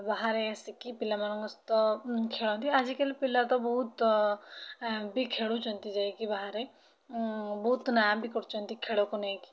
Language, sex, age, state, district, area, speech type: Odia, female, 30-45, Odisha, Bhadrak, rural, spontaneous